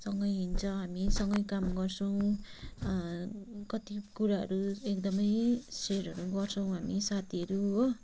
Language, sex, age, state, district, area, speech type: Nepali, female, 30-45, West Bengal, Kalimpong, rural, spontaneous